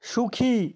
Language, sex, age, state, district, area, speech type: Bengali, male, 30-45, West Bengal, South 24 Parganas, rural, read